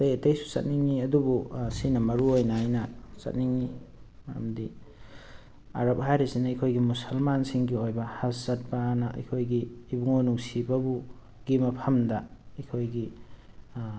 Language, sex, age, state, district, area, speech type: Manipuri, male, 45-60, Manipur, Thoubal, rural, spontaneous